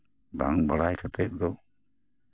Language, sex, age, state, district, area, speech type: Santali, male, 60+, West Bengal, Bankura, rural, spontaneous